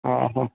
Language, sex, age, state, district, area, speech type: Odia, male, 45-60, Odisha, Dhenkanal, rural, conversation